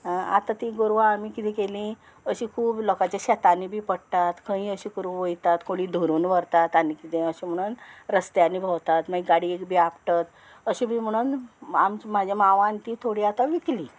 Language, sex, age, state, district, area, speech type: Goan Konkani, female, 45-60, Goa, Murmgao, rural, spontaneous